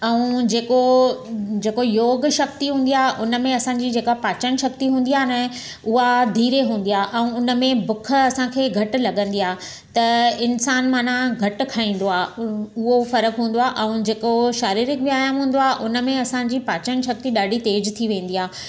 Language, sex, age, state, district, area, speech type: Sindhi, female, 45-60, Gujarat, Surat, urban, spontaneous